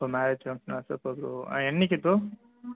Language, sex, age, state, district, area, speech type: Tamil, male, 18-30, Tamil Nadu, Viluppuram, urban, conversation